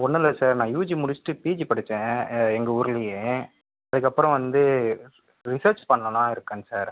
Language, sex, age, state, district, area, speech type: Tamil, male, 18-30, Tamil Nadu, Viluppuram, urban, conversation